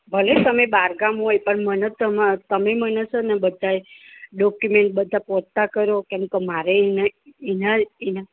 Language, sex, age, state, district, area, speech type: Gujarati, female, 30-45, Gujarat, Rajkot, rural, conversation